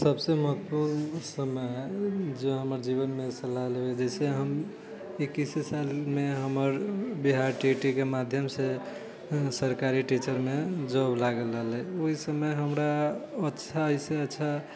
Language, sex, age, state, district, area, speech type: Maithili, male, 30-45, Bihar, Sitamarhi, rural, spontaneous